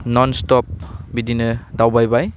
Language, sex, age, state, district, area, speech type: Bodo, male, 18-30, Assam, Udalguri, urban, spontaneous